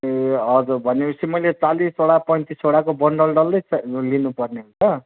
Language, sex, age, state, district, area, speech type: Nepali, male, 30-45, West Bengal, Darjeeling, rural, conversation